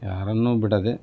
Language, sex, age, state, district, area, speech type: Kannada, male, 45-60, Karnataka, Davanagere, urban, spontaneous